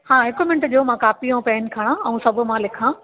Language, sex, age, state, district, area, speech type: Sindhi, female, 45-60, Maharashtra, Thane, urban, conversation